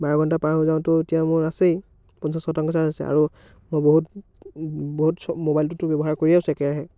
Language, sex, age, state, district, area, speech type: Assamese, male, 18-30, Assam, Biswanath, rural, spontaneous